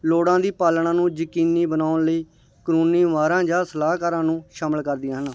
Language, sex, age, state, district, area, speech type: Punjabi, male, 30-45, Punjab, Barnala, urban, spontaneous